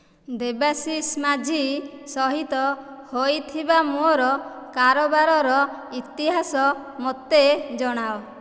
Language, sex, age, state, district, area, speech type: Odia, female, 18-30, Odisha, Dhenkanal, rural, read